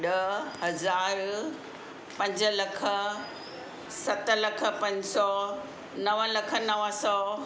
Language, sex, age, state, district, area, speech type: Sindhi, female, 60+, Maharashtra, Mumbai Suburban, urban, spontaneous